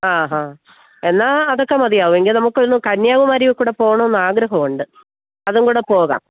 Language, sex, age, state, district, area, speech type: Malayalam, female, 45-60, Kerala, Thiruvananthapuram, urban, conversation